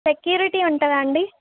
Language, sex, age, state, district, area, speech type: Telugu, female, 18-30, Telangana, Khammam, rural, conversation